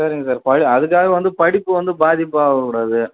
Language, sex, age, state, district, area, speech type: Tamil, male, 45-60, Tamil Nadu, Vellore, rural, conversation